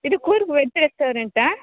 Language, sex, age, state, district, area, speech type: Kannada, female, 18-30, Karnataka, Kodagu, rural, conversation